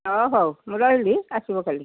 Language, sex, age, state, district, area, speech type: Odia, female, 60+, Odisha, Cuttack, urban, conversation